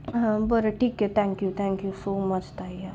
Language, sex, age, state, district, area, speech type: Marathi, female, 18-30, Maharashtra, Nashik, urban, spontaneous